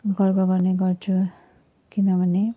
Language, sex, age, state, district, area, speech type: Nepali, female, 45-60, West Bengal, Darjeeling, rural, spontaneous